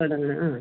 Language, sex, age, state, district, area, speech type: Malayalam, female, 45-60, Kerala, Thiruvananthapuram, rural, conversation